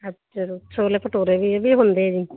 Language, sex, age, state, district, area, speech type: Punjabi, female, 45-60, Punjab, Muktsar, urban, conversation